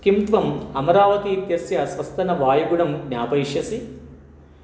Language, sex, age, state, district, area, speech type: Sanskrit, male, 30-45, Telangana, Medchal, urban, read